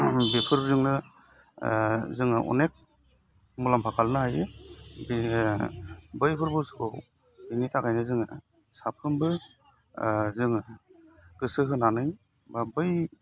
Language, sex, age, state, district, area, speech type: Bodo, male, 30-45, Assam, Udalguri, urban, spontaneous